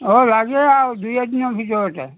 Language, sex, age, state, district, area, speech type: Assamese, male, 60+, Assam, Dhemaji, rural, conversation